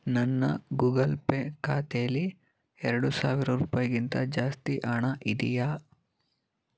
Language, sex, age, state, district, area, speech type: Kannada, male, 30-45, Karnataka, Chitradurga, urban, read